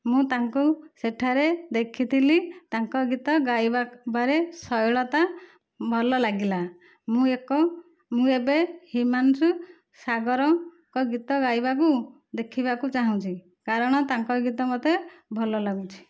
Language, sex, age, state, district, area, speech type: Odia, female, 45-60, Odisha, Nayagarh, rural, spontaneous